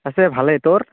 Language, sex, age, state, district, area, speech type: Assamese, male, 18-30, Assam, Barpeta, rural, conversation